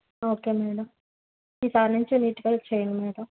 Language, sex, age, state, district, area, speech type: Telugu, female, 30-45, Andhra Pradesh, Krishna, rural, conversation